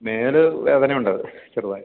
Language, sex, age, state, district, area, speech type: Malayalam, male, 45-60, Kerala, Malappuram, rural, conversation